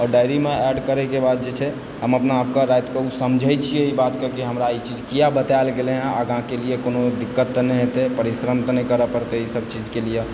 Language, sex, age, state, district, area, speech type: Maithili, male, 18-30, Bihar, Supaul, rural, spontaneous